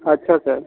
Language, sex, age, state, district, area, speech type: Hindi, male, 45-60, Uttar Pradesh, Sonbhadra, rural, conversation